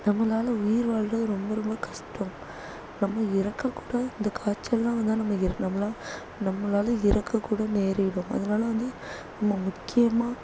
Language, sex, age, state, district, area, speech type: Tamil, female, 18-30, Tamil Nadu, Thoothukudi, urban, spontaneous